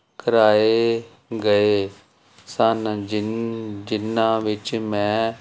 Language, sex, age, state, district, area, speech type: Punjabi, male, 45-60, Punjab, Jalandhar, urban, spontaneous